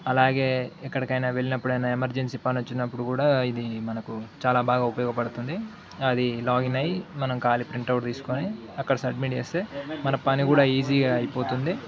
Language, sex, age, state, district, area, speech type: Telugu, male, 18-30, Telangana, Jangaon, rural, spontaneous